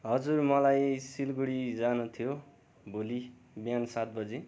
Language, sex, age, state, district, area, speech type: Nepali, male, 18-30, West Bengal, Darjeeling, rural, spontaneous